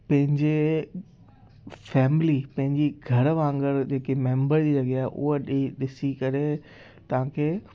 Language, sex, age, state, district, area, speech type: Sindhi, male, 18-30, Gujarat, Kutch, urban, spontaneous